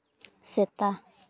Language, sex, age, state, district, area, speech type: Santali, female, 30-45, Jharkhand, Seraikela Kharsawan, rural, read